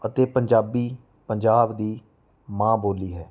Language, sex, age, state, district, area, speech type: Punjabi, male, 30-45, Punjab, Mansa, rural, spontaneous